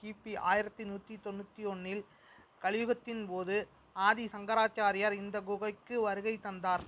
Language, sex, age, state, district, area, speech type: Tamil, male, 30-45, Tamil Nadu, Mayiladuthurai, rural, read